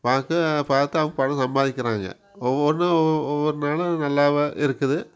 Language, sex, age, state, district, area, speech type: Tamil, male, 45-60, Tamil Nadu, Coimbatore, rural, spontaneous